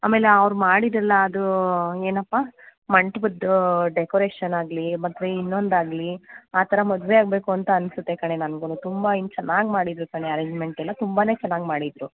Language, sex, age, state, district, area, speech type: Kannada, female, 18-30, Karnataka, Mandya, rural, conversation